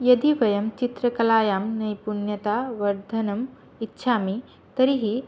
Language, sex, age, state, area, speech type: Sanskrit, female, 18-30, Tripura, rural, spontaneous